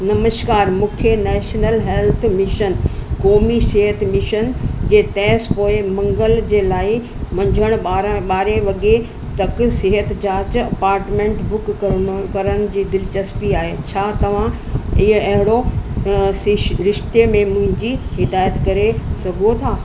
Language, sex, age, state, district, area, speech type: Sindhi, female, 60+, Delhi, South Delhi, urban, read